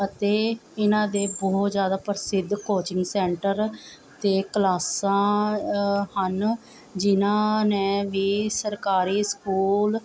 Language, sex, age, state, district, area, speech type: Punjabi, female, 45-60, Punjab, Mohali, urban, spontaneous